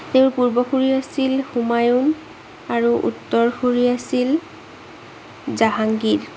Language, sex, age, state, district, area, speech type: Assamese, female, 30-45, Assam, Morigaon, rural, spontaneous